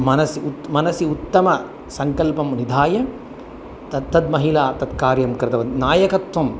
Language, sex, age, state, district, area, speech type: Sanskrit, male, 45-60, Tamil Nadu, Coimbatore, urban, spontaneous